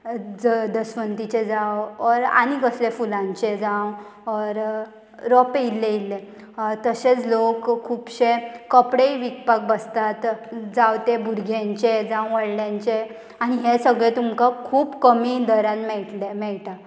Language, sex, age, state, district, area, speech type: Goan Konkani, female, 18-30, Goa, Murmgao, rural, spontaneous